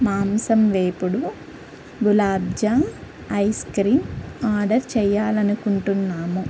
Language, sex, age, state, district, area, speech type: Telugu, female, 30-45, Andhra Pradesh, Guntur, urban, spontaneous